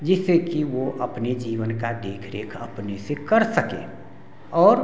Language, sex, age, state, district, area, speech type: Hindi, male, 60+, Bihar, Samastipur, rural, spontaneous